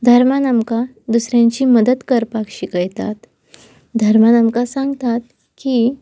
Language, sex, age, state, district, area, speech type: Goan Konkani, female, 18-30, Goa, Pernem, rural, spontaneous